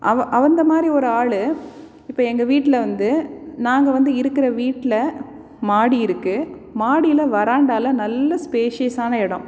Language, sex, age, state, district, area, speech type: Tamil, female, 30-45, Tamil Nadu, Salem, urban, spontaneous